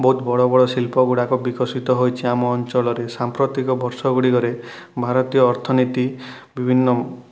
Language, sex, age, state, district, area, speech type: Odia, male, 30-45, Odisha, Kalahandi, rural, spontaneous